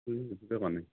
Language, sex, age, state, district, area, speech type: Assamese, male, 30-45, Assam, Dhemaji, rural, conversation